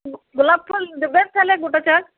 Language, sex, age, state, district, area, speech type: Bengali, female, 60+, West Bengal, Cooch Behar, rural, conversation